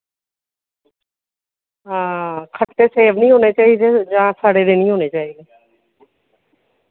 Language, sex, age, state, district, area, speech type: Dogri, female, 45-60, Jammu and Kashmir, Reasi, rural, conversation